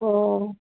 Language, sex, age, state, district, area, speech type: Assamese, female, 60+, Assam, Goalpara, urban, conversation